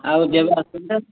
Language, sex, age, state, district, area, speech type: Odia, male, 18-30, Odisha, Boudh, rural, conversation